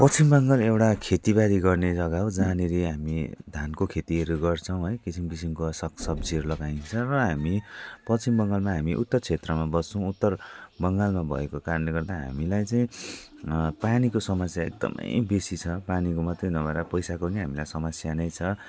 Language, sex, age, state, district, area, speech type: Nepali, male, 45-60, West Bengal, Jalpaiguri, urban, spontaneous